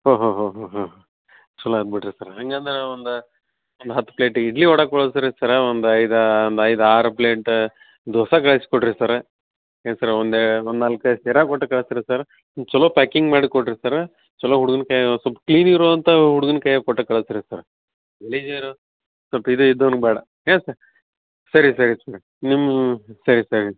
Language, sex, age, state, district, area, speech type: Kannada, male, 30-45, Karnataka, Dharwad, rural, conversation